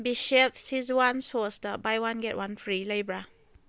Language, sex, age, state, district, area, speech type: Manipuri, female, 30-45, Manipur, Kakching, rural, read